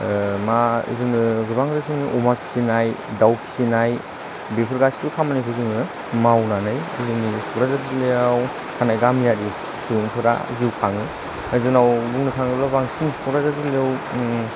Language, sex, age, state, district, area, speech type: Bodo, male, 30-45, Assam, Kokrajhar, rural, spontaneous